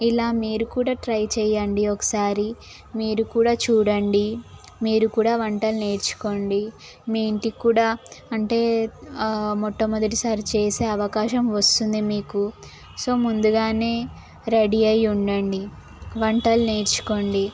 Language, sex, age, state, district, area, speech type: Telugu, female, 18-30, Telangana, Mahbubnagar, rural, spontaneous